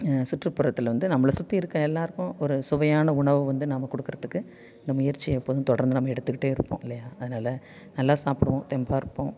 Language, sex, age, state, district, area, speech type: Tamil, female, 45-60, Tamil Nadu, Thanjavur, rural, spontaneous